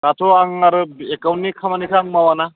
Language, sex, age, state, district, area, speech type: Bodo, male, 18-30, Assam, Udalguri, rural, conversation